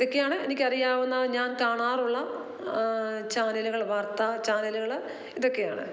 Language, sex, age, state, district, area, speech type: Malayalam, female, 45-60, Kerala, Alappuzha, rural, spontaneous